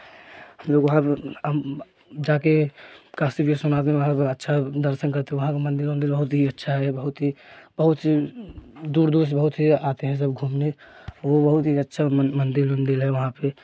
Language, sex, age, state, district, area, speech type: Hindi, male, 18-30, Uttar Pradesh, Jaunpur, urban, spontaneous